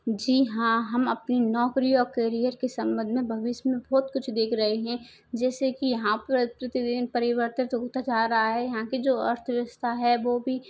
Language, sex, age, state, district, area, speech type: Hindi, female, 18-30, Rajasthan, Karauli, rural, spontaneous